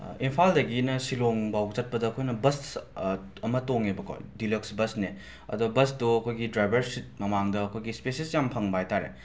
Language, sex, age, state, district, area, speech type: Manipuri, male, 18-30, Manipur, Imphal West, urban, spontaneous